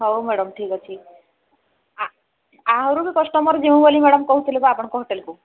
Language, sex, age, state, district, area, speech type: Odia, female, 45-60, Odisha, Sambalpur, rural, conversation